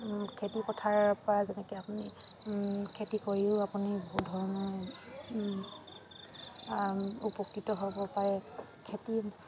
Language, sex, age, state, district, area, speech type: Assamese, female, 45-60, Assam, Dibrugarh, rural, spontaneous